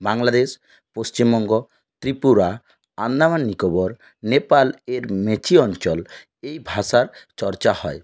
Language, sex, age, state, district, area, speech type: Bengali, male, 60+, West Bengal, Purulia, rural, spontaneous